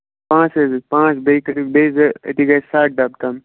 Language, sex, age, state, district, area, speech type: Kashmiri, male, 18-30, Jammu and Kashmir, Baramulla, rural, conversation